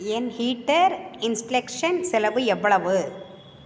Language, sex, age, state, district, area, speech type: Tamil, female, 45-60, Tamil Nadu, Tiruppur, urban, read